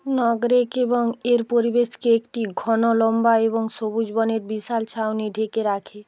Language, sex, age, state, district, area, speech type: Bengali, female, 45-60, West Bengal, Hooghly, urban, read